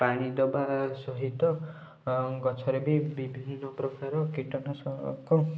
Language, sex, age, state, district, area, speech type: Odia, male, 18-30, Odisha, Kendujhar, urban, spontaneous